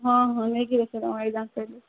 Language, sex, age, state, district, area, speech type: Odia, female, 18-30, Odisha, Subarnapur, urban, conversation